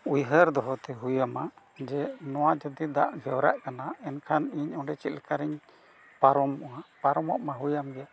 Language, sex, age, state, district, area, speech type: Santali, male, 60+, Odisha, Mayurbhanj, rural, spontaneous